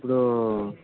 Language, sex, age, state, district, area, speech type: Telugu, male, 30-45, Andhra Pradesh, Eluru, rural, conversation